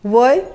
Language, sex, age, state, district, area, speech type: Goan Konkani, female, 30-45, Goa, Sanguem, rural, spontaneous